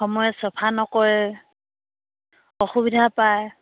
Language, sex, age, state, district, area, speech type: Assamese, female, 60+, Assam, Dibrugarh, rural, conversation